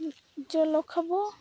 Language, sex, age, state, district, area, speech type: Santali, female, 18-30, Jharkhand, Seraikela Kharsawan, rural, spontaneous